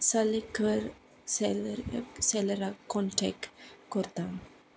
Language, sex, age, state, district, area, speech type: Goan Konkani, female, 30-45, Goa, Salcete, rural, spontaneous